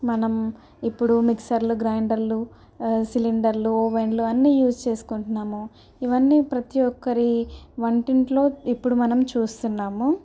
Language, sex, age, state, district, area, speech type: Telugu, female, 18-30, Telangana, Ranga Reddy, rural, spontaneous